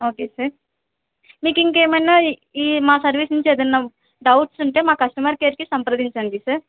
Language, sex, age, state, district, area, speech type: Telugu, female, 18-30, Andhra Pradesh, Nellore, rural, conversation